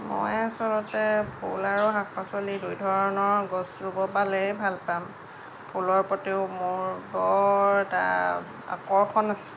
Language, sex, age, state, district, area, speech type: Assamese, female, 60+, Assam, Lakhimpur, rural, spontaneous